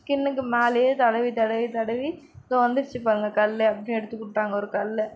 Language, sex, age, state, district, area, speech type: Tamil, female, 45-60, Tamil Nadu, Mayiladuthurai, urban, spontaneous